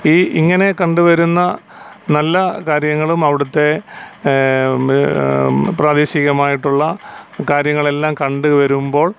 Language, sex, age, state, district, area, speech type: Malayalam, male, 45-60, Kerala, Alappuzha, rural, spontaneous